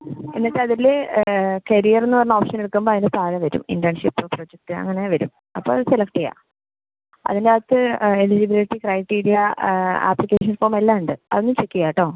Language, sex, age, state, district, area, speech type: Malayalam, female, 18-30, Kerala, Palakkad, rural, conversation